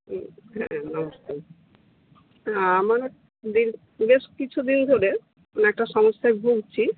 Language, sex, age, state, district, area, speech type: Bengali, female, 60+, West Bengal, Purulia, rural, conversation